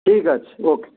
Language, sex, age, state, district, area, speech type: Bengali, male, 60+, West Bengal, Dakshin Dinajpur, rural, conversation